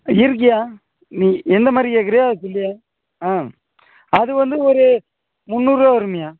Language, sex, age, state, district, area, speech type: Tamil, male, 30-45, Tamil Nadu, Madurai, rural, conversation